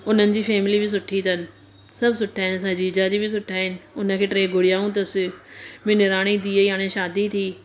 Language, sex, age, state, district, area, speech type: Sindhi, female, 30-45, Gujarat, Surat, urban, spontaneous